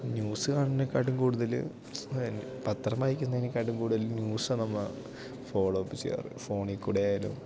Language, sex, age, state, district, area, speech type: Malayalam, male, 18-30, Kerala, Idukki, rural, spontaneous